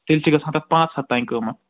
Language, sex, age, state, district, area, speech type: Kashmiri, male, 45-60, Jammu and Kashmir, Budgam, urban, conversation